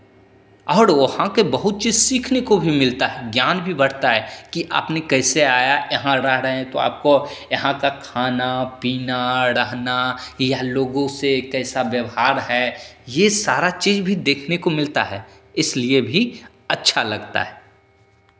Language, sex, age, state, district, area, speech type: Hindi, male, 30-45, Bihar, Begusarai, rural, spontaneous